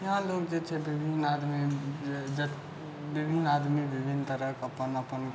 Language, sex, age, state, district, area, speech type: Maithili, male, 60+, Bihar, Purnia, urban, spontaneous